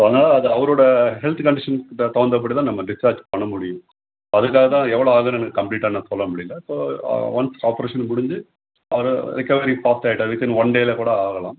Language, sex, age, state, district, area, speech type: Tamil, male, 60+, Tamil Nadu, Tenkasi, rural, conversation